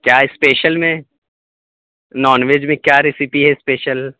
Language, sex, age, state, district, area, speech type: Urdu, male, 18-30, Delhi, Central Delhi, urban, conversation